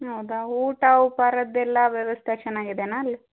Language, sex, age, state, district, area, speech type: Kannada, female, 18-30, Karnataka, Koppal, rural, conversation